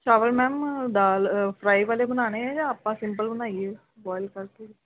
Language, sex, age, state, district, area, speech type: Punjabi, female, 30-45, Punjab, Ludhiana, urban, conversation